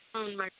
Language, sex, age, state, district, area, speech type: Telugu, female, 30-45, Andhra Pradesh, Chittoor, rural, conversation